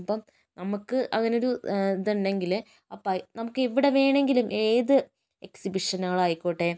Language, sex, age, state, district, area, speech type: Malayalam, female, 18-30, Kerala, Kozhikode, urban, spontaneous